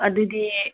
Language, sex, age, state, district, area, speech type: Manipuri, female, 60+, Manipur, Thoubal, rural, conversation